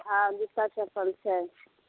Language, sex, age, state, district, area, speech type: Maithili, female, 45-60, Bihar, Begusarai, rural, conversation